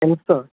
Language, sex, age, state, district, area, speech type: Telugu, male, 18-30, Andhra Pradesh, Palnadu, rural, conversation